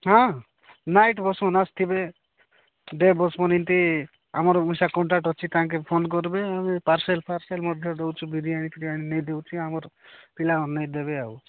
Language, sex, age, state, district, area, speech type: Odia, male, 45-60, Odisha, Nabarangpur, rural, conversation